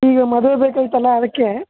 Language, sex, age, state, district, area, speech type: Kannada, male, 18-30, Karnataka, Chamarajanagar, rural, conversation